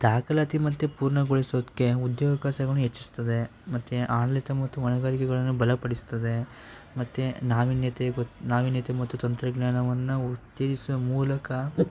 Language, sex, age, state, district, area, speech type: Kannada, male, 18-30, Karnataka, Mysore, rural, spontaneous